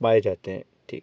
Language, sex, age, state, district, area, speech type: Hindi, male, 30-45, Madhya Pradesh, Jabalpur, urban, spontaneous